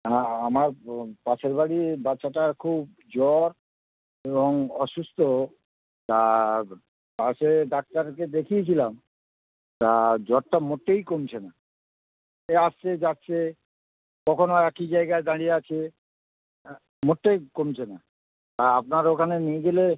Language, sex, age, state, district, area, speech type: Bengali, male, 45-60, West Bengal, Darjeeling, rural, conversation